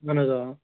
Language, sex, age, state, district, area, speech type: Kashmiri, male, 18-30, Jammu and Kashmir, Bandipora, urban, conversation